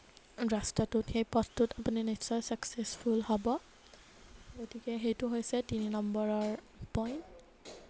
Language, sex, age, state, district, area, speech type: Assamese, female, 18-30, Assam, Nagaon, rural, spontaneous